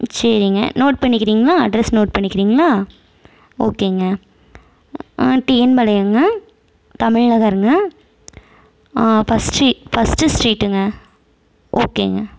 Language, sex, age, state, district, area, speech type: Tamil, female, 18-30, Tamil Nadu, Erode, rural, spontaneous